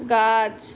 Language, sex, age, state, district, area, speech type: Bengali, female, 60+, West Bengal, Purulia, urban, read